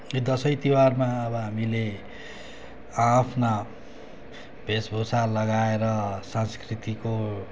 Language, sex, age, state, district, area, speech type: Nepali, male, 45-60, West Bengal, Darjeeling, rural, spontaneous